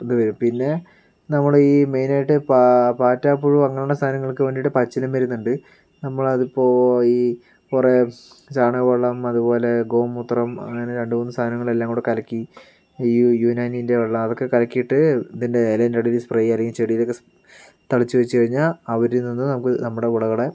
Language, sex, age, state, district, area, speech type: Malayalam, male, 18-30, Kerala, Palakkad, rural, spontaneous